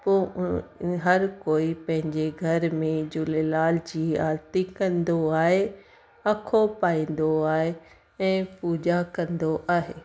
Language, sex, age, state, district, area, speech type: Sindhi, female, 30-45, Rajasthan, Ajmer, urban, spontaneous